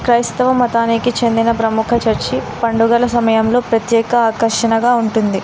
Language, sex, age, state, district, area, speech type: Telugu, female, 18-30, Telangana, Jayashankar, urban, spontaneous